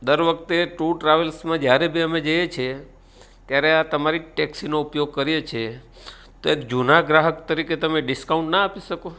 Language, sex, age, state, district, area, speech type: Gujarati, male, 45-60, Gujarat, Surat, urban, spontaneous